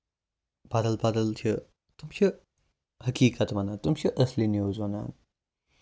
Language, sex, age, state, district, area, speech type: Kashmiri, male, 18-30, Jammu and Kashmir, Kupwara, rural, spontaneous